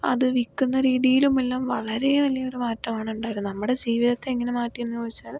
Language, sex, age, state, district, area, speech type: Malayalam, female, 18-30, Kerala, Palakkad, rural, spontaneous